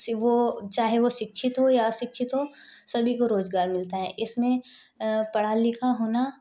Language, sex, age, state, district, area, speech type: Hindi, female, 18-30, Madhya Pradesh, Ujjain, rural, spontaneous